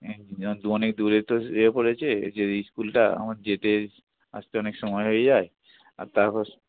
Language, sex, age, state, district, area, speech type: Bengali, male, 45-60, West Bengal, Hooghly, rural, conversation